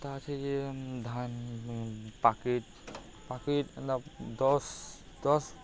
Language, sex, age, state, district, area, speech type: Odia, male, 18-30, Odisha, Balangir, urban, spontaneous